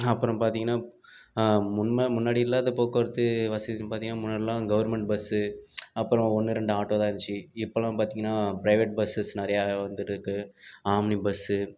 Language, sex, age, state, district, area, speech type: Tamil, male, 30-45, Tamil Nadu, Viluppuram, urban, spontaneous